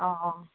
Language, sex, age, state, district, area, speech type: Assamese, female, 45-60, Assam, Golaghat, urban, conversation